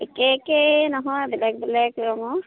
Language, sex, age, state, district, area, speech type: Assamese, female, 30-45, Assam, Sivasagar, rural, conversation